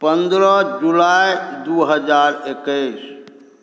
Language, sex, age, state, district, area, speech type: Maithili, male, 45-60, Bihar, Saharsa, urban, spontaneous